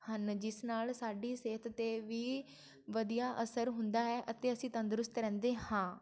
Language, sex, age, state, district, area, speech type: Punjabi, female, 18-30, Punjab, Shaheed Bhagat Singh Nagar, rural, spontaneous